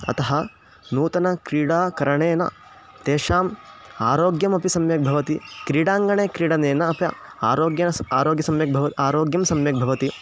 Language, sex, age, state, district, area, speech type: Sanskrit, male, 18-30, Karnataka, Chikkamagaluru, rural, spontaneous